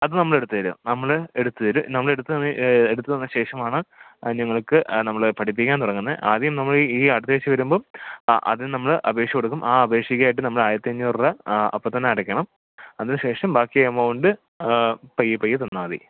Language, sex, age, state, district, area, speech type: Malayalam, male, 18-30, Kerala, Pathanamthitta, rural, conversation